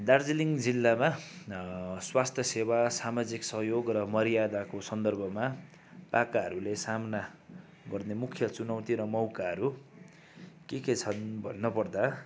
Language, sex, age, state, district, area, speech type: Nepali, male, 30-45, West Bengal, Darjeeling, rural, spontaneous